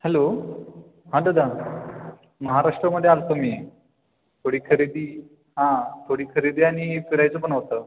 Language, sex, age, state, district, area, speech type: Marathi, male, 18-30, Maharashtra, Kolhapur, urban, conversation